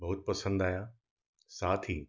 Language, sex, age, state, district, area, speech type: Hindi, male, 45-60, Madhya Pradesh, Ujjain, urban, spontaneous